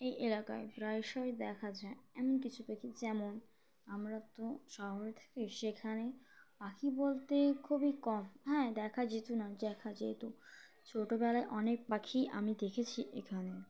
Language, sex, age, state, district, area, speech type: Bengali, female, 18-30, West Bengal, Birbhum, urban, spontaneous